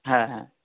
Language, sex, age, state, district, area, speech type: Bengali, male, 18-30, West Bengal, Howrah, urban, conversation